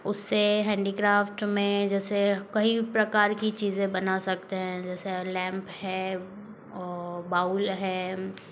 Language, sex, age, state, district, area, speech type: Hindi, female, 30-45, Rajasthan, Jodhpur, urban, spontaneous